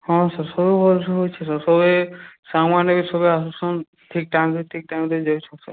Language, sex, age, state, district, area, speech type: Odia, male, 18-30, Odisha, Nuapada, urban, conversation